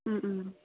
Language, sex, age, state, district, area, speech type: Assamese, female, 18-30, Assam, Udalguri, rural, conversation